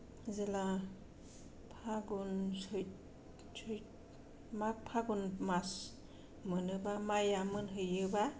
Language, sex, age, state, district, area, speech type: Bodo, female, 45-60, Assam, Kokrajhar, rural, spontaneous